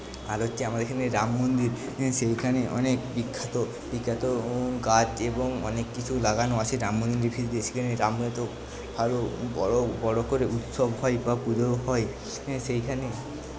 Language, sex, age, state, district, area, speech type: Bengali, male, 18-30, West Bengal, Paschim Medinipur, rural, spontaneous